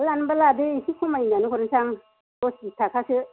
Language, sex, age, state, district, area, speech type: Bodo, female, 45-60, Assam, Chirang, rural, conversation